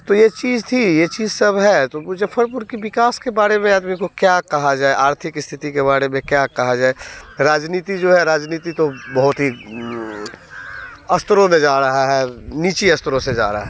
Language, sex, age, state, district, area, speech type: Hindi, male, 30-45, Bihar, Muzaffarpur, rural, spontaneous